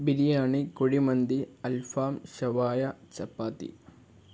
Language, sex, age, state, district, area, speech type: Malayalam, male, 18-30, Kerala, Kozhikode, rural, spontaneous